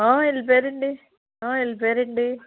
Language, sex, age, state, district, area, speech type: Telugu, female, 30-45, Andhra Pradesh, Palnadu, rural, conversation